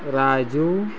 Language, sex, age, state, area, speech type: Hindi, male, 30-45, Madhya Pradesh, rural, spontaneous